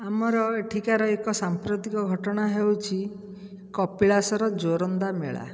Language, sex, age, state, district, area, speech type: Odia, female, 60+, Odisha, Dhenkanal, rural, spontaneous